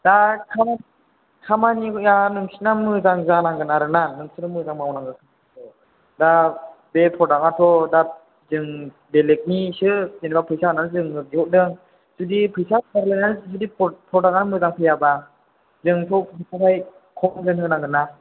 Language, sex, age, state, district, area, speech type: Bodo, male, 18-30, Assam, Chirang, rural, conversation